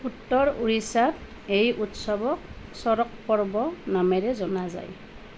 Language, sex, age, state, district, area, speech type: Assamese, female, 30-45, Assam, Nalbari, rural, read